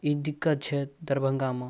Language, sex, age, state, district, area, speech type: Maithili, male, 18-30, Bihar, Darbhanga, rural, spontaneous